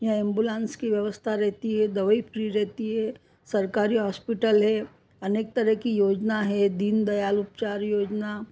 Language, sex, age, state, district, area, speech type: Hindi, female, 60+, Madhya Pradesh, Ujjain, urban, spontaneous